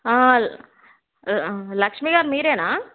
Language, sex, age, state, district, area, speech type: Telugu, female, 18-30, Telangana, Peddapalli, rural, conversation